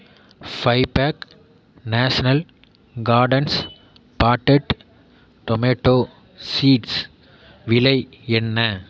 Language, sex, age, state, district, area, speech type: Tamil, male, 18-30, Tamil Nadu, Mayiladuthurai, rural, read